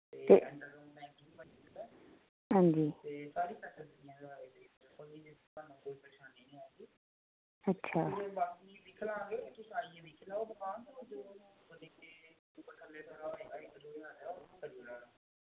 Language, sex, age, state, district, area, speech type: Dogri, female, 30-45, Jammu and Kashmir, Reasi, rural, conversation